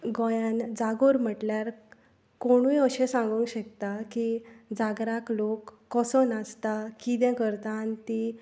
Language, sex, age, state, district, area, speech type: Goan Konkani, female, 30-45, Goa, Tiswadi, rural, spontaneous